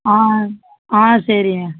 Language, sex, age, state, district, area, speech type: Tamil, male, 18-30, Tamil Nadu, Virudhunagar, rural, conversation